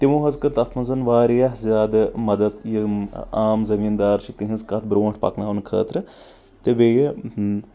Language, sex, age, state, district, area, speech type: Kashmiri, male, 18-30, Jammu and Kashmir, Budgam, urban, spontaneous